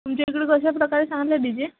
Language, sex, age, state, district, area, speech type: Marathi, female, 18-30, Maharashtra, Amravati, urban, conversation